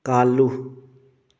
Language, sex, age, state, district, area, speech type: Manipuri, male, 18-30, Manipur, Thoubal, rural, read